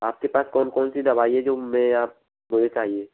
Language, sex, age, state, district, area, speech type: Hindi, male, 18-30, Rajasthan, Bharatpur, rural, conversation